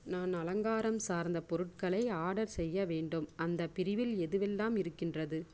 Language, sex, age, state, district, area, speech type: Tamil, female, 30-45, Tamil Nadu, Dharmapuri, rural, read